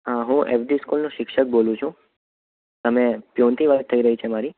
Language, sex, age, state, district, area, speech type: Gujarati, male, 18-30, Gujarat, Ahmedabad, urban, conversation